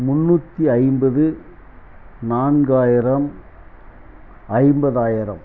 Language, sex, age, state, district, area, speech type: Tamil, male, 60+, Tamil Nadu, Dharmapuri, rural, spontaneous